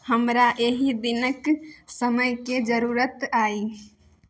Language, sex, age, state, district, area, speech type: Maithili, female, 18-30, Bihar, Samastipur, urban, read